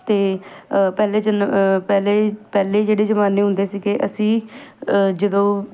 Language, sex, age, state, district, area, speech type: Punjabi, female, 18-30, Punjab, Ludhiana, urban, spontaneous